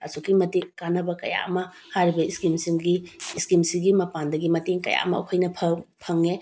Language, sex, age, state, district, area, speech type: Manipuri, female, 30-45, Manipur, Bishnupur, rural, spontaneous